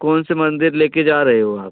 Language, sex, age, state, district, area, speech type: Hindi, male, 18-30, Uttar Pradesh, Jaunpur, rural, conversation